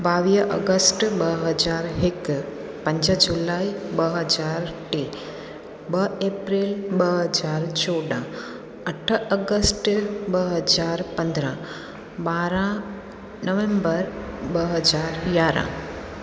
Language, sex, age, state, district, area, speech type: Sindhi, female, 30-45, Gujarat, Junagadh, urban, spontaneous